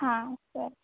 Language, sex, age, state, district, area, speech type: Kannada, female, 18-30, Karnataka, Tumkur, rural, conversation